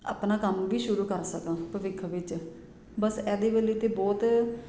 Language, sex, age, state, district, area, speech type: Punjabi, female, 30-45, Punjab, Jalandhar, urban, spontaneous